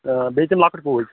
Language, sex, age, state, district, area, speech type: Kashmiri, male, 18-30, Jammu and Kashmir, Kulgam, rural, conversation